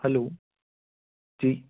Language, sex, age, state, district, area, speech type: Hindi, male, 18-30, Madhya Pradesh, Bhopal, urban, conversation